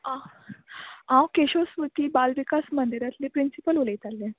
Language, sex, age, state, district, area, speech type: Goan Konkani, female, 18-30, Goa, Murmgao, urban, conversation